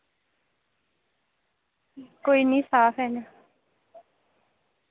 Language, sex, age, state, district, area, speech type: Dogri, female, 18-30, Jammu and Kashmir, Reasi, rural, conversation